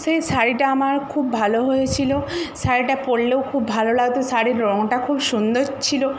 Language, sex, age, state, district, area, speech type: Bengali, female, 60+, West Bengal, Jhargram, rural, spontaneous